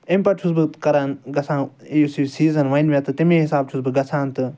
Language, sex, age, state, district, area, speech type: Kashmiri, male, 45-60, Jammu and Kashmir, Ganderbal, urban, spontaneous